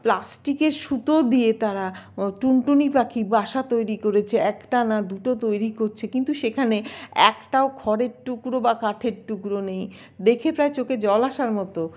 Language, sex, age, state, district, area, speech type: Bengali, female, 45-60, West Bengal, Paschim Bardhaman, urban, spontaneous